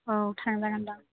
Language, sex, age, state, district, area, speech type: Bodo, female, 18-30, Assam, Chirang, rural, conversation